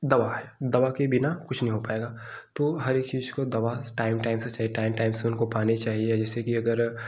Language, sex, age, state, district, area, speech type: Hindi, male, 18-30, Uttar Pradesh, Jaunpur, rural, spontaneous